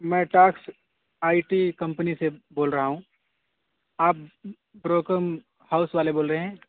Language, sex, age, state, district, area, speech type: Urdu, male, 18-30, Uttar Pradesh, Siddharthnagar, rural, conversation